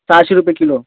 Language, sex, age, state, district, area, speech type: Marathi, male, 18-30, Maharashtra, Thane, urban, conversation